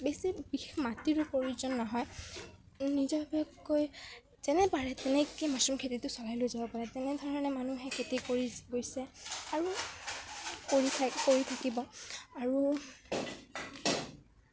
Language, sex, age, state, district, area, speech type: Assamese, female, 18-30, Assam, Kamrup Metropolitan, urban, spontaneous